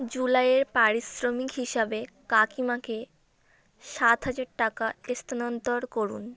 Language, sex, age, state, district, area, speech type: Bengali, female, 18-30, West Bengal, South 24 Parganas, rural, read